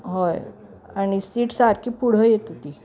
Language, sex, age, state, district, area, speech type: Marathi, female, 45-60, Maharashtra, Sangli, urban, spontaneous